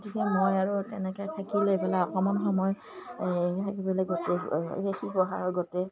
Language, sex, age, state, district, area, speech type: Assamese, female, 60+, Assam, Udalguri, rural, spontaneous